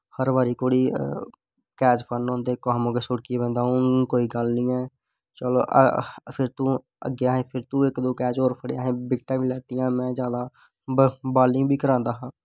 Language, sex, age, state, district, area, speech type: Dogri, male, 18-30, Jammu and Kashmir, Samba, urban, spontaneous